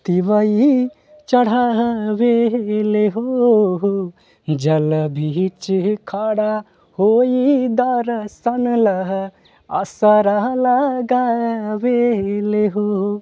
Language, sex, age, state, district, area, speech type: Hindi, male, 18-30, Uttar Pradesh, Jaunpur, rural, spontaneous